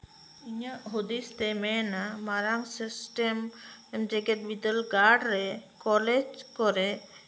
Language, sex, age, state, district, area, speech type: Santali, female, 30-45, West Bengal, Birbhum, rural, spontaneous